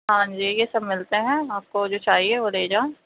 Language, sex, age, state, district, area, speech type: Urdu, female, 45-60, Delhi, Central Delhi, rural, conversation